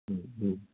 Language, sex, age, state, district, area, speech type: Sanskrit, male, 30-45, Kerala, Ernakulam, rural, conversation